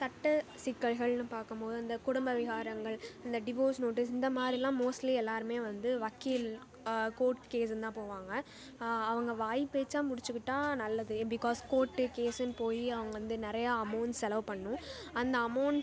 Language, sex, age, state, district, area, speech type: Tamil, female, 18-30, Tamil Nadu, Pudukkottai, rural, spontaneous